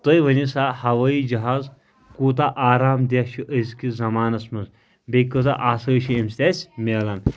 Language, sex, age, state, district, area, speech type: Kashmiri, female, 30-45, Jammu and Kashmir, Kulgam, rural, spontaneous